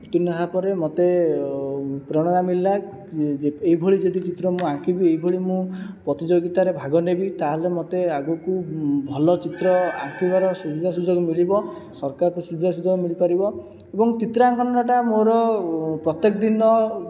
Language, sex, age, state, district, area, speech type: Odia, male, 18-30, Odisha, Jajpur, rural, spontaneous